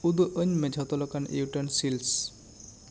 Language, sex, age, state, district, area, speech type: Santali, male, 18-30, West Bengal, Bankura, rural, read